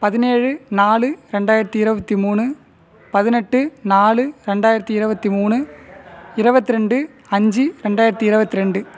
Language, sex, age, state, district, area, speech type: Tamil, male, 18-30, Tamil Nadu, Cuddalore, rural, spontaneous